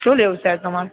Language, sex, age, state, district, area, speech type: Gujarati, male, 18-30, Gujarat, Aravalli, urban, conversation